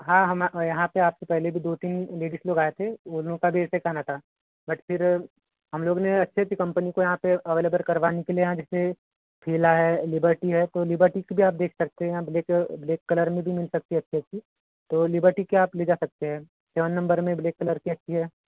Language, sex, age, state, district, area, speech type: Hindi, male, 30-45, Madhya Pradesh, Balaghat, rural, conversation